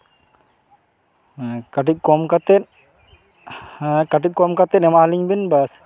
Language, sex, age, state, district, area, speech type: Santali, male, 18-30, West Bengal, Purulia, rural, spontaneous